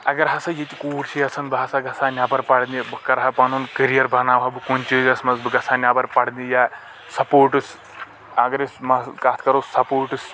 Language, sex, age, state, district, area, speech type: Kashmiri, male, 18-30, Jammu and Kashmir, Kulgam, rural, spontaneous